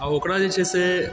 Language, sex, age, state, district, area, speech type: Maithili, male, 18-30, Bihar, Supaul, urban, spontaneous